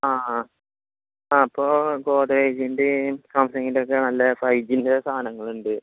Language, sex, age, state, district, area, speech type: Malayalam, male, 18-30, Kerala, Malappuram, rural, conversation